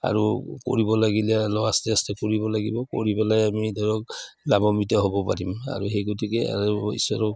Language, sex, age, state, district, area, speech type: Assamese, male, 60+, Assam, Udalguri, rural, spontaneous